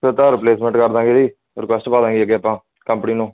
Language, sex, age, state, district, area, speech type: Punjabi, male, 45-60, Punjab, Barnala, rural, conversation